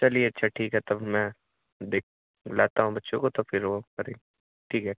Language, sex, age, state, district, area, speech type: Hindi, male, 18-30, Uttar Pradesh, Varanasi, rural, conversation